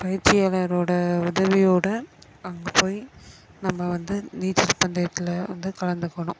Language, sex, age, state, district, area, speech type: Tamil, female, 30-45, Tamil Nadu, Chennai, urban, spontaneous